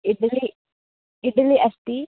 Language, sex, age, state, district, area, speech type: Sanskrit, female, 18-30, Kerala, Kottayam, rural, conversation